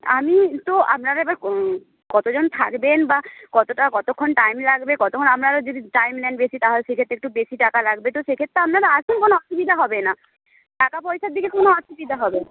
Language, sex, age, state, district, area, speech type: Bengali, female, 18-30, West Bengal, North 24 Parganas, rural, conversation